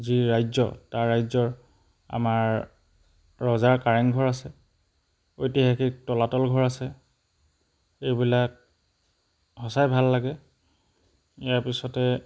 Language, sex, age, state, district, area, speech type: Assamese, male, 30-45, Assam, Charaideo, rural, spontaneous